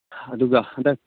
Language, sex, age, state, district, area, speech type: Manipuri, male, 30-45, Manipur, Churachandpur, rural, conversation